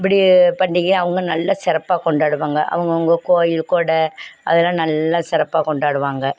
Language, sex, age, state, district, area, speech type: Tamil, female, 60+, Tamil Nadu, Thoothukudi, rural, spontaneous